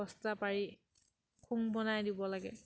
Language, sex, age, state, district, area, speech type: Assamese, female, 18-30, Assam, Sivasagar, rural, spontaneous